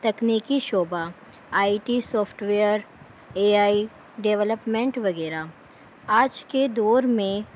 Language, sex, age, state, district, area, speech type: Urdu, female, 18-30, Delhi, New Delhi, urban, spontaneous